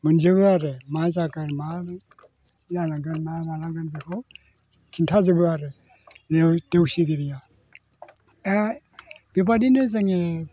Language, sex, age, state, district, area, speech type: Bodo, male, 60+, Assam, Chirang, rural, spontaneous